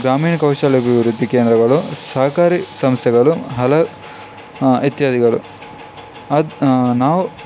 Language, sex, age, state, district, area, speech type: Kannada, male, 18-30, Karnataka, Dakshina Kannada, rural, spontaneous